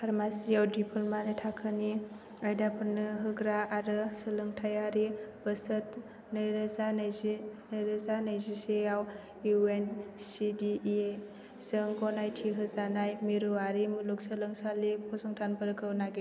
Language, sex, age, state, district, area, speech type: Bodo, female, 18-30, Assam, Chirang, rural, read